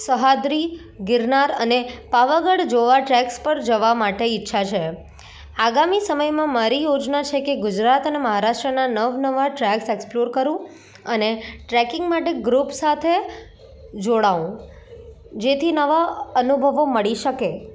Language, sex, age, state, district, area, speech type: Gujarati, female, 18-30, Gujarat, Anand, urban, spontaneous